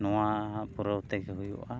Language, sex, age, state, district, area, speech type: Santali, male, 30-45, Odisha, Mayurbhanj, rural, spontaneous